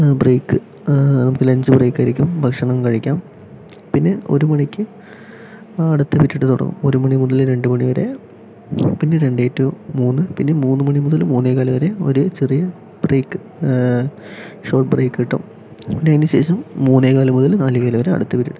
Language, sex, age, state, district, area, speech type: Malayalam, male, 18-30, Kerala, Palakkad, rural, spontaneous